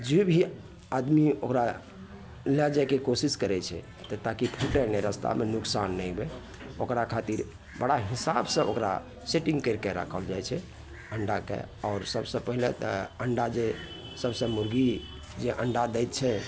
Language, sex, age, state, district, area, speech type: Maithili, male, 45-60, Bihar, Araria, rural, spontaneous